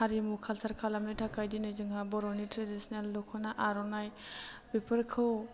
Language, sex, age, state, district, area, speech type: Bodo, female, 30-45, Assam, Chirang, urban, spontaneous